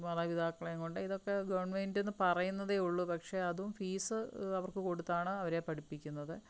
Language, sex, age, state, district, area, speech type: Malayalam, female, 45-60, Kerala, Palakkad, rural, spontaneous